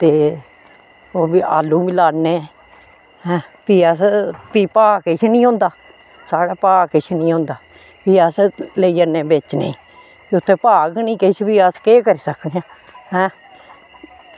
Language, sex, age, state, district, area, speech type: Dogri, female, 60+, Jammu and Kashmir, Reasi, rural, spontaneous